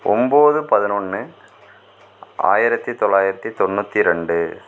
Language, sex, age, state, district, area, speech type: Tamil, male, 18-30, Tamil Nadu, Perambalur, rural, spontaneous